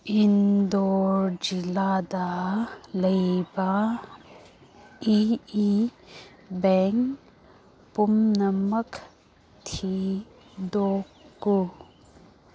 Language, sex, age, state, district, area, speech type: Manipuri, female, 18-30, Manipur, Kangpokpi, urban, read